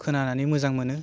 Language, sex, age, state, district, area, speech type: Bodo, male, 18-30, Assam, Udalguri, urban, spontaneous